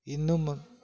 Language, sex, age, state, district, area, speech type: Tamil, male, 45-60, Tamil Nadu, Krishnagiri, rural, spontaneous